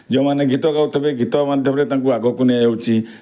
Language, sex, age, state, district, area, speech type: Odia, male, 45-60, Odisha, Bargarh, urban, spontaneous